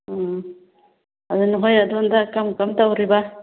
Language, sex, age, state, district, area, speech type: Manipuri, female, 45-60, Manipur, Churachandpur, rural, conversation